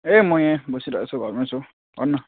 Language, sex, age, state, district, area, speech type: Nepali, male, 30-45, West Bengal, Jalpaiguri, urban, conversation